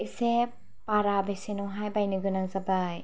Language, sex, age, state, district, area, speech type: Bodo, female, 18-30, Assam, Chirang, rural, spontaneous